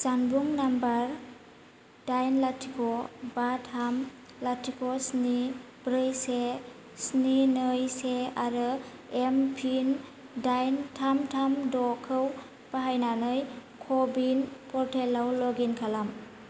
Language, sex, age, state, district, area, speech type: Bodo, female, 18-30, Assam, Kokrajhar, urban, read